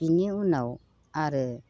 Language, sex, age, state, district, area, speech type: Bodo, female, 45-60, Assam, Baksa, rural, spontaneous